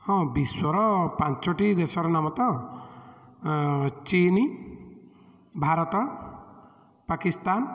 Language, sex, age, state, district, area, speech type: Odia, male, 30-45, Odisha, Puri, urban, spontaneous